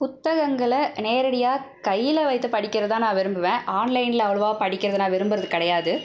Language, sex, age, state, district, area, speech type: Tamil, female, 18-30, Tamil Nadu, Cuddalore, urban, spontaneous